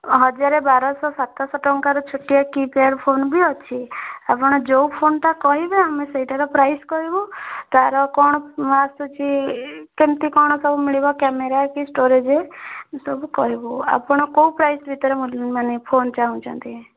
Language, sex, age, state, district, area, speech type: Odia, female, 18-30, Odisha, Bhadrak, rural, conversation